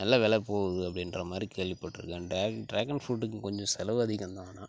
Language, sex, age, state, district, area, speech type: Tamil, male, 30-45, Tamil Nadu, Tiruchirappalli, rural, spontaneous